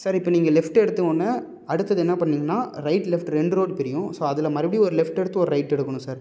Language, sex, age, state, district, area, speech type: Tamil, male, 18-30, Tamil Nadu, Salem, urban, spontaneous